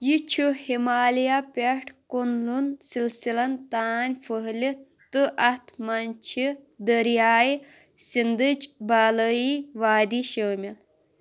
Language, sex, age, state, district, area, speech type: Kashmiri, female, 18-30, Jammu and Kashmir, Shopian, rural, read